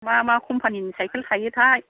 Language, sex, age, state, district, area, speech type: Bodo, female, 60+, Assam, Kokrajhar, rural, conversation